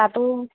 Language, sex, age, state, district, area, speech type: Assamese, female, 18-30, Assam, Golaghat, rural, conversation